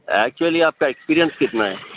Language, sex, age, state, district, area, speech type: Urdu, male, 30-45, Telangana, Hyderabad, urban, conversation